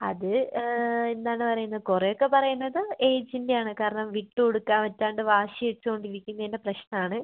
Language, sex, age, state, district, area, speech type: Malayalam, female, 18-30, Kerala, Wayanad, rural, conversation